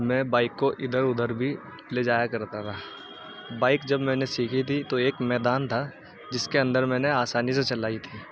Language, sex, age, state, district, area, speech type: Urdu, male, 30-45, Uttar Pradesh, Muzaffarnagar, urban, spontaneous